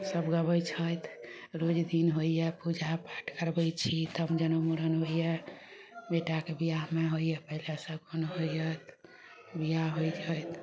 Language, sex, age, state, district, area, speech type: Maithili, female, 30-45, Bihar, Samastipur, urban, spontaneous